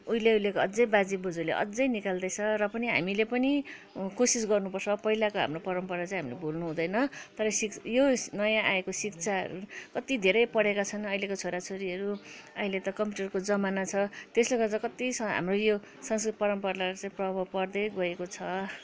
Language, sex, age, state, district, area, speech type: Nepali, female, 60+, West Bengal, Kalimpong, rural, spontaneous